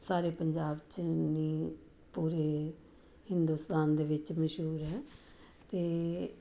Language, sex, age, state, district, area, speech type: Punjabi, female, 45-60, Punjab, Jalandhar, urban, spontaneous